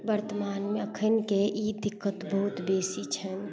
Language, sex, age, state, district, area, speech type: Maithili, female, 30-45, Bihar, Madhubani, rural, spontaneous